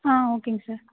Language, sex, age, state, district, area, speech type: Tamil, female, 30-45, Tamil Nadu, Ariyalur, rural, conversation